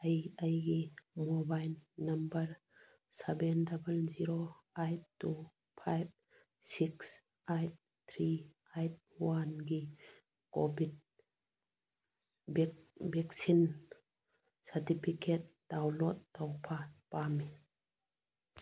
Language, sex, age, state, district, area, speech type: Manipuri, female, 45-60, Manipur, Churachandpur, urban, read